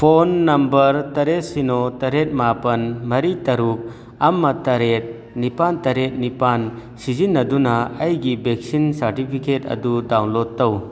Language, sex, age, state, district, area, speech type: Manipuri, male, 45-60, Manipur, Churachandpur, rural, read